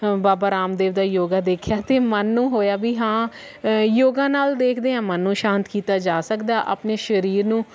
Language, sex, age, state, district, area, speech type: Punjabi, female, 30-45, Punjab, Faridkot, urban, spontaneous